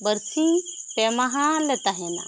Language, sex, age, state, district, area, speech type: Santali, female, 30-45, West Bengal, Bankura, rural, spontaneous